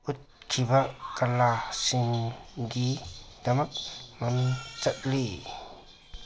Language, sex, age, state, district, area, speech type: Manipuri, male, 45-60, Manipur, Kangpokpi, urban, read